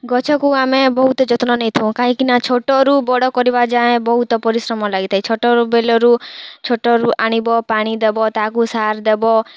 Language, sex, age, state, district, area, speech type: Odia, female, 18-30, Odisha, Kalahandi, rural, spontaneous